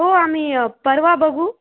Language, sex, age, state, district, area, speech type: Marathi, female, 18-30, Maharashtra, Akola, rural, conversation